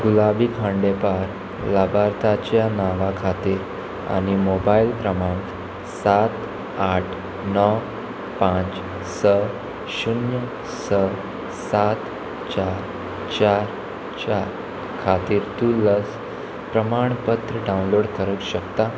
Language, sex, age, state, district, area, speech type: Goan Konkani, male, 18-30, Goa, Murmgao, urban, read